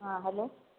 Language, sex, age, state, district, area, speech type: Sindhi, female, 18-30, Gujarat, Junagadh, rural, conversation